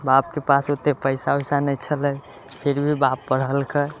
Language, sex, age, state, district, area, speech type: Maithili, male, 18-30, Bihar, Muzaffarpur, rural, spontaneous